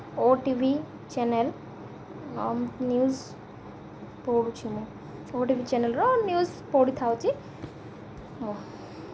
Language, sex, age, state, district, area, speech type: Odia, female, 18-30, Odisha, Malkangiri, urban, spontaneous